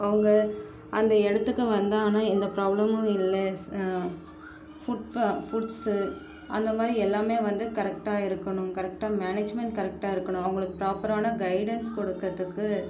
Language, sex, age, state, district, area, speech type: Tamil, female, 45-60, Tamil Nadu, Ariyalur, rural, spontaneous